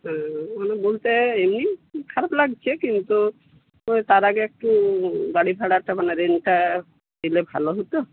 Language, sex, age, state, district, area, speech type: Bengali, female, 60+, West Bengal, Purulia, rural, conversation